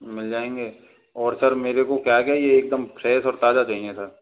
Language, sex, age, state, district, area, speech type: Hindi, male, 60+, Rajasthan, Karauli, rural, conversation